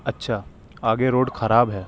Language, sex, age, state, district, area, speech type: Urdu, male, 18-30, Delhi, Central Delhi, urban, spontaneous